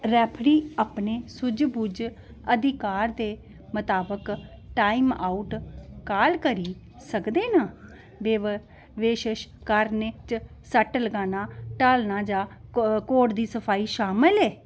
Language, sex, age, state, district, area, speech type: Dogri, female, 45-60, Jammu and Kashmir, Udhampur, rural, read